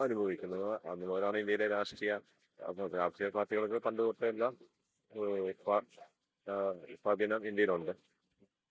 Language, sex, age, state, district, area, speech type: Malayalam, male, 30-45, Kerala, Idukki, rural, spontaneous